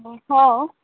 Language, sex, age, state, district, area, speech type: Maithili, female, 18-30, Bihar, Darbhanga, rural, conversation